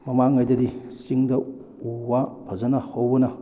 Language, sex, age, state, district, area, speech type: Manipuri, male, 30-45, Manipur, Kakching, rural, spontaneous